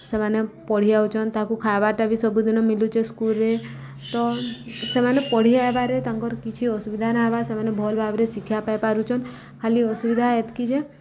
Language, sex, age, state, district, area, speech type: Odia, female, 30-45, Odisha, Subarnapur, urban, spontaneous